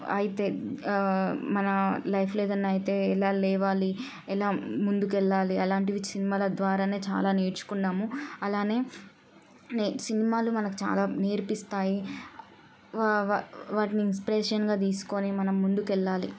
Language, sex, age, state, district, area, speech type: Telugu, female, 18-30, Telangana, Siddipet, urban, spontaneous